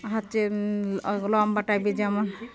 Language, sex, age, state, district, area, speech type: Bengali, female, 45-60, West Bengal, Darjeeling, urban, spontaneous